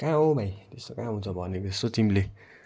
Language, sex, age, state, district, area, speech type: Nepali, male, 18-30, West Bengal, Darjeeling, rural, spontaneous